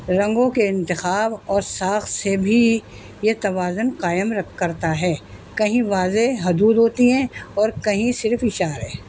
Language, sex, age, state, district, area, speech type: Urdu, female, 60+, Delhi, North East Delhi, urban, spontaneous